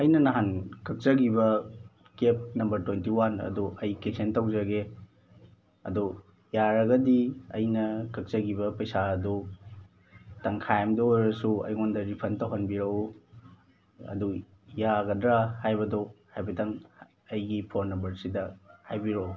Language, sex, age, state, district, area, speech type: Manipuri, male, 18-30, Manipur, Thoubal, rural, spontaneous